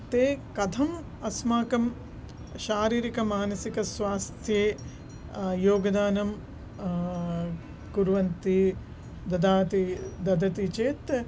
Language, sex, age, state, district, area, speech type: Sanskrit, female, 45-60, Andhra Pradesh, Krishna, urban, spontaneous